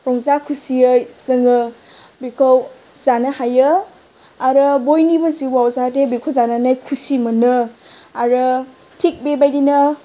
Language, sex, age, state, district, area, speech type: Bodo, female, 30-45, Assam, Chirang, rural, spontaneous